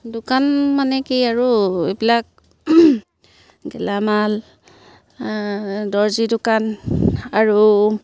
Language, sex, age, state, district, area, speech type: Assamese, female, 30-45, Assam, Sivasagar, rural, spontaneous